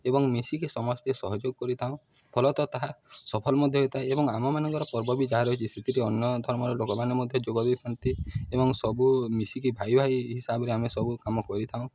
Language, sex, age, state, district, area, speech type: Odia, male, 18-30, Odisha, Nuapada, urban, spontaneous